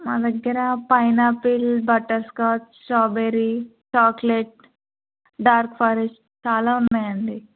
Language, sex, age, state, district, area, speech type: Telugu, female, 18-30, Telangana, Narayanpet, rural, conversation